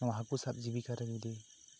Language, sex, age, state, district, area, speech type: Santali, male, 30-45, West Bengal, Bankura, rural, spontaneous